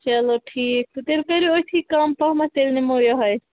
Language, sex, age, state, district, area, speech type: Kashmiri, female, 18-30, Jammu and Kashmir, Budgam, rural, conversation